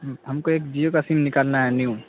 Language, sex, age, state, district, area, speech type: Urdu, male, 18-30, Bihar, Saharsa, rural, conversation